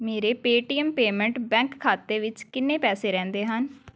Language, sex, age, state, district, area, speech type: Punjabi, female, 18-30, Punjab, Amritsar, urban, read